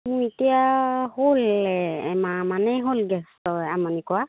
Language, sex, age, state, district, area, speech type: Assamese, female, 60+, Assam, Dibrugarh, rural, conversation